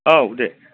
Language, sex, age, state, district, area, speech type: Bodo, male, 45-60, Assam, Kokrajhar, rural, conversation